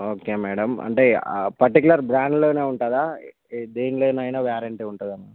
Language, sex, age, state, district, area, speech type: Telugu, male, 45-60, Andhra Pradesh, Visakhapatnam, urban, conversation